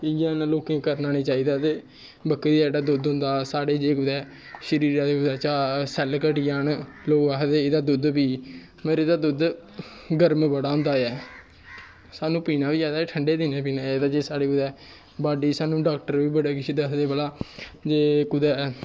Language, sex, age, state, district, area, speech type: Dogri, male, 18-30, Jammu and Kashmir, Kathua, rural, spontaneous